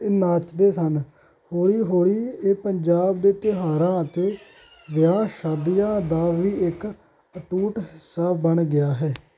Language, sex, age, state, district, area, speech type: Punjabi, male, 18-30, Punjab, Hoshiarpur, rural, spontaneous